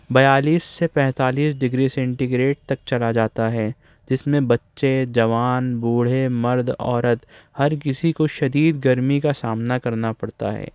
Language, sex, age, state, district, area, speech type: Urdu, male, 18-30, Maharashtra, Nashik, urban, spontaneous